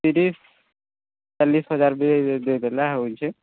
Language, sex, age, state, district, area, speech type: Odia, male, 18-30, Odisha, Subarnapur, urban, conversation